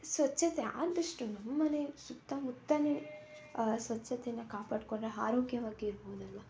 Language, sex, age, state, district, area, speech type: Kannada, female, 18-30, Karnataka, Mysore, urban, spontaneous